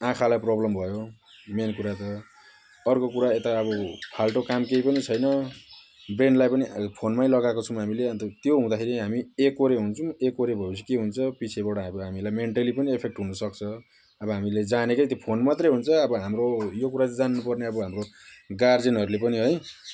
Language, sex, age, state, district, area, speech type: Nepali, male, 30-45, West Bengal, Jalpaiguri, urban, spontaneous